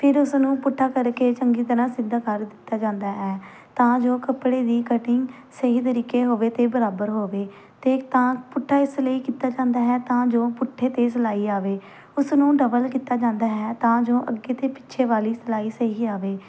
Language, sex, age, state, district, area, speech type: Punjabi, female, 18-30, Punjab, Pathankot, rural, spontaneous